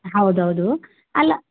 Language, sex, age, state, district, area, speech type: Kannada, female, 60+, Karnataka, Gulbarga, urban, conversation